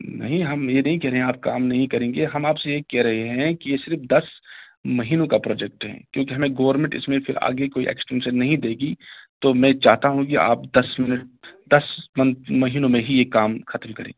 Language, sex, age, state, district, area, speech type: Urdu, male, 18-30, Jammu and Kashmir, Srinagar, rural, conversation